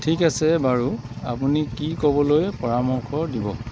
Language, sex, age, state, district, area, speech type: Assamese, male, 45-60, Assam, Dibrugarh, rural, read